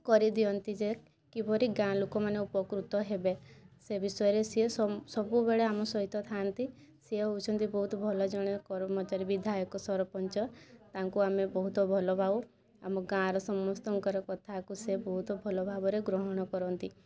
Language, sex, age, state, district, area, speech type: Odia, female, 18-30, Odisha, Mayurbhanj, rural, spontaneous